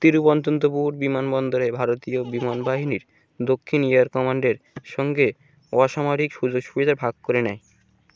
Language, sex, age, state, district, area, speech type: Bengali, male, 18-30, West Bengal, Birbhum, urban, read